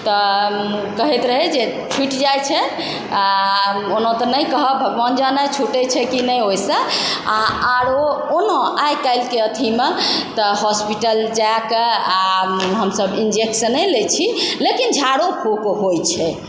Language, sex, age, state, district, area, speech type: Maithili, male, 45-60, Bihar, Supaul, rural, spontaneous